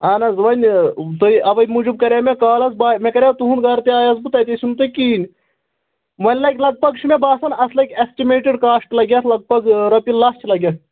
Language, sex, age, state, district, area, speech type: Kashmiri, male, 18-30, Jammu and Kashmir, Anantnag, rural, conversation